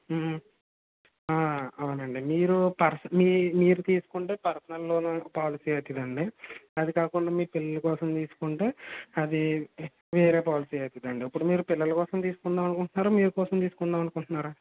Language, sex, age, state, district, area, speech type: Telugu, male, 30-45, Andhra Pradesh, Kakinada, rural, conversation